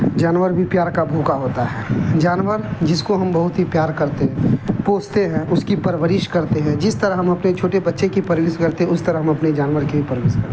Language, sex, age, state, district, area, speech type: Urdu, male, 45-60, Bihar, Darbhanga, rural, spontaneous